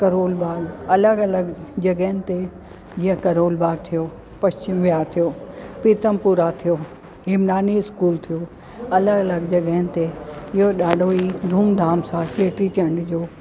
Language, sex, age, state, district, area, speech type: Sindhi, female, 45-60, Delhi, South Delhi, urban, spontaneous